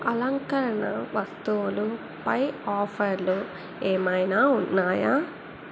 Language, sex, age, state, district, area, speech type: Telugu, female, 18-30, Telangana, Mancherial, rural, read